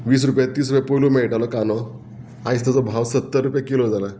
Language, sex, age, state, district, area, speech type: Goan Konkani, male, 45-60, Goa, Murmgao, rural, spontaneous